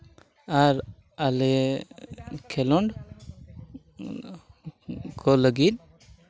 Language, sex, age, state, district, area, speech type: Santali, male, 18-30, Jharkhand, East Singhbhum, rural, spontaneous